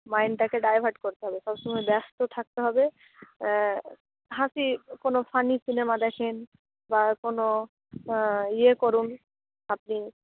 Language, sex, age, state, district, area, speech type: Bengali, female, 30-45, West Bengal, Malda, urban, conversation